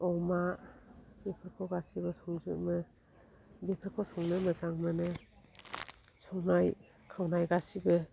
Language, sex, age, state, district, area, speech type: Bodo, female, 60+, Assam, Chirang, rural, spontaneous